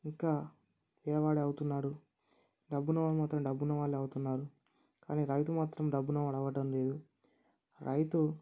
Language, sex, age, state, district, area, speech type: Telugu, male, 18-30, Telangana, Mancherial, rural, spontaneous